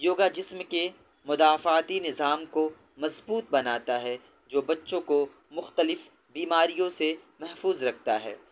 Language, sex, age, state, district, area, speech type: Urdu, male, 18-30, Delhi, North West Delhi, urban, spontaneous